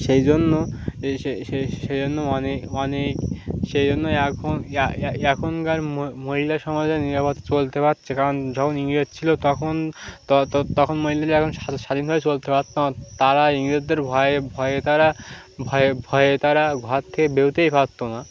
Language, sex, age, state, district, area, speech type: Bengali, male, 18-30, West Bengal, Birbhum, urban, spontaneous